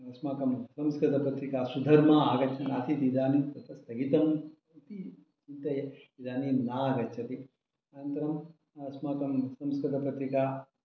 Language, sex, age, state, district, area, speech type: Sanskrit, male, 60+, Karnataka, Shimoga, rural, spontaneous